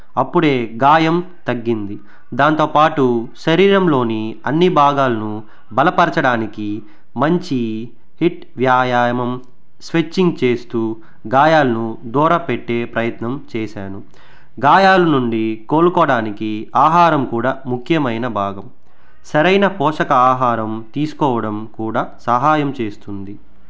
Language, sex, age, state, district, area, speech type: Telugu, male, 18-30, Andhra Pradesh, Sri Balaji, rural, spontaneous